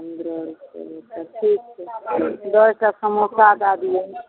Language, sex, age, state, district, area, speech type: Maithili, female, 60+, Bihar, Araria, rural, conversation